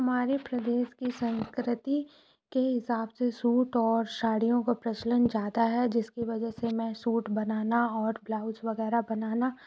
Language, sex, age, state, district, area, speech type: Hindi, female, 18-30, Madhya Pradesh, Katni, urban, spontaneous